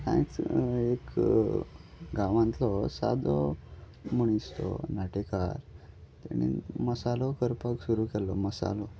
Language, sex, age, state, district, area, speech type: Goan Konkani, male, 30-45, Goa, Salcete, rural, spontaneous